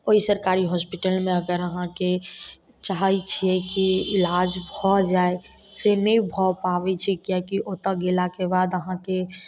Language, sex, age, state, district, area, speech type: Maithili, female, 18-30, Bihar, Samastipur, urban, spontaneous